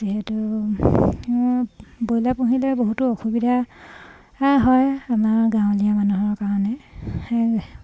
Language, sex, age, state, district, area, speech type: Assamese, female, 30-45, Assam, Sivasagar, rural, spontaneous